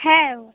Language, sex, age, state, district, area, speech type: Bengali, female, 30-45, West Bengal, Alipurduar, rural, conversation